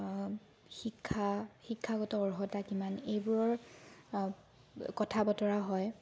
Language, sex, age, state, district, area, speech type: Assamese, female, 18-30, Assam, Sonitpur, rural, spontaneous